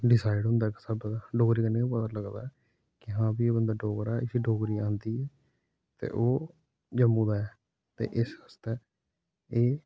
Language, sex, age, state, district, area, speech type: Dogri, male, 18-30, Jammu and Kashmir, Samba, rural, spontaneous